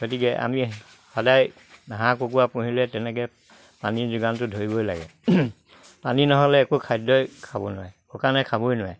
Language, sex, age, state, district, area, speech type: Assamese, male, 60+, Assam, Lakhimpur, urban, spontaneous